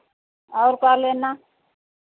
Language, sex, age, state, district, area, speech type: Hindi, female, 60+, Uttar Pradesh, Lucknow, rural, conversation